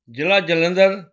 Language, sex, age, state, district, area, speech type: Punjabi, male, 60+, Punjab, Rupnagar, urban, spontaneous